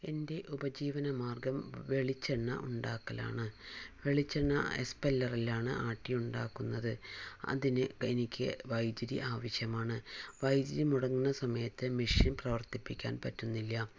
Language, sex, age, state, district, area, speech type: Malayalam, female, 45-60, Kerala, Palakkad, rural, spontaneous